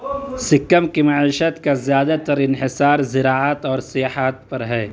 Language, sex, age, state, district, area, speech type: Urdu, male, 18-30, Uttar Pradesh, Saharanpur, urban, read